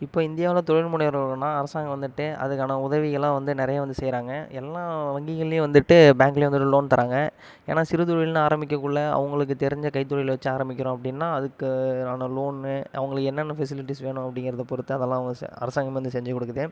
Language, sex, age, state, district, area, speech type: Tamil, male, 30-45, Tamil Nadu, Ariyalur, rural, spontaneous